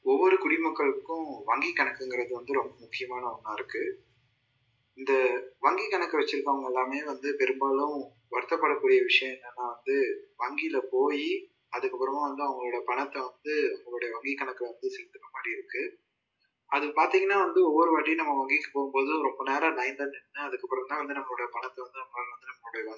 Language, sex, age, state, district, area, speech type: Tamil, male, 30-45, Tamil Nadu, Tiruppur, rural, spontaneous